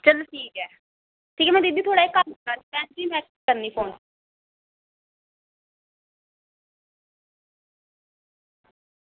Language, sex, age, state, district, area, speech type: Dogri, female, 18-30, Jammu and Kashmir, Samba, rural, conversation